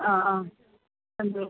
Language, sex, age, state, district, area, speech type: Malayalam, female, 45-60, Kerala, Alappuzha, rural, conversation